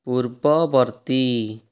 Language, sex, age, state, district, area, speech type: Odia, male, 30-45, Odisha, Boudh, rural, read